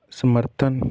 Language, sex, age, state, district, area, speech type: Punjabi, male, 18-30, Punjab, Fazilka, urban, spontaneous